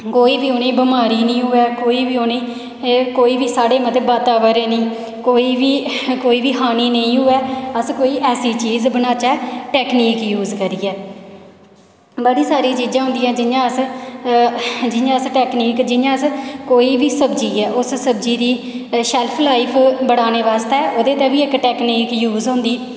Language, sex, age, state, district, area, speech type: Dogri, female, 18-30, Jammu and Kashmir, Reasi, rural, spontaneous